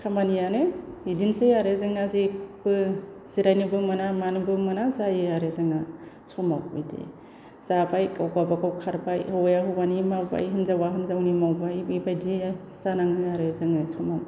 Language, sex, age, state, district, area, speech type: Bodo, female, 45-60, Assam, Chirang, rural, spontaneous